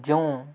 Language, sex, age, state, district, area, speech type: Odia, male, 18-30, Odisha, Balangir, urban, spontaneous